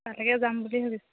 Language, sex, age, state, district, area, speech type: Assamese, female, 30-45, Assam, Jorhat, urban, conversation